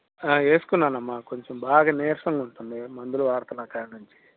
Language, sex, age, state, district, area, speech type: Telugu, male, 45-60, Andhra Pradesh, Bapatla, rural, conversation